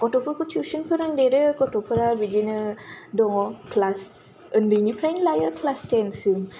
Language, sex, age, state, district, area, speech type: Bodo, female, 18-30, Assam, Kokrajhar, urban, spontaneous